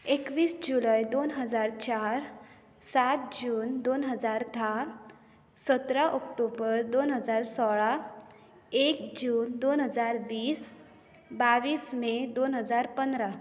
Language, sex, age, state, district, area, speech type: Goan Konkani, female, 18-30, Goa, Bardez, rural, spontaneous